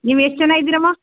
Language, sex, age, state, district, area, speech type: Kannada, female, 45-60, Karnataka, Gulbarga, urban, conversation